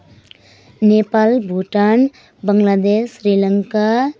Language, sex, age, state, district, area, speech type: Nepali, female, 30-45, West Bengal, Jalpaiguri, rural, spontaneous